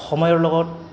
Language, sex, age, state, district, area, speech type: Assamese, male, 18-30, Assam, Goalpara, rural, spontaneous